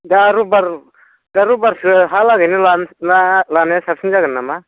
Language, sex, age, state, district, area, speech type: Bodo, male, 45-60, Assam, Kokrajhar, rural, conversation